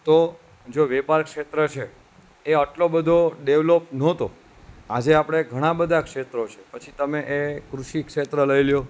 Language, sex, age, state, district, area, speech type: Gujarati, male, 30-45, Gujarat, Junagadh, urban, spontaneous